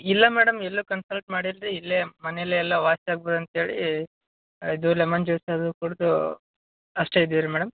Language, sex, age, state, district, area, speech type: Kannada, male, 18-30, Karnataka, Yadgir, urban, conversation